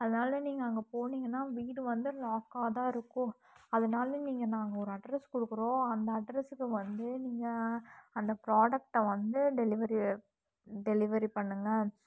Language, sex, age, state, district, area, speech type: Tamil, female, 18-30, Tamil Nadu, Coimbatore, rural, spontaneous